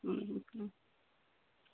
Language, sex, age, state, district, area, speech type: Kashmiri, female, 18-30, Jammu and Kashmir, Budgam, rural, conversation